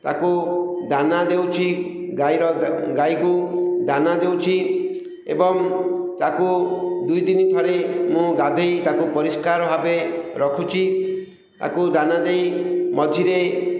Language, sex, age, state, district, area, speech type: Odia, male, 45-60, Odisha, Ganjam, urban, spontaneous